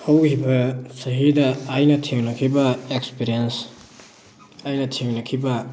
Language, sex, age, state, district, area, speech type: Manipuri, male, 30-45, Manipur, Thoubal, rural, spontaneous